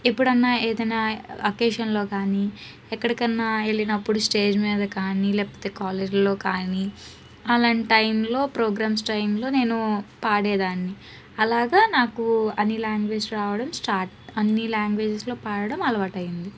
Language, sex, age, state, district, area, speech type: Telugu, female, 30-45, Andhra Pradesh, Palnadu, urban, spontaneous